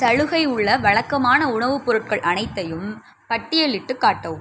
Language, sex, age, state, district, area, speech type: Tamil, female, 18-30, Tamil Nadu, Sivaganga, rural, read